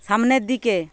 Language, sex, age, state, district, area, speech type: Bengali, female, 45-60, West Bengal, Paschim Medinipur, rural, read